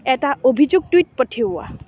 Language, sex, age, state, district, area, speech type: Assamese, female, 18-30, Assam, Morigaon, rural, read